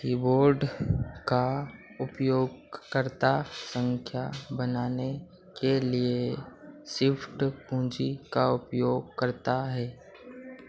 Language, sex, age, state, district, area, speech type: Hindi, male, 18-30, Madhya Pradesh, Harda, rural, read